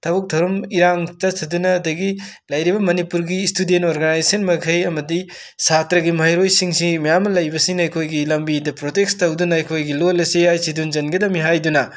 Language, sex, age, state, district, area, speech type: Manipuri, male, 18-30, Manipur, Imphal West, rural, spontaneous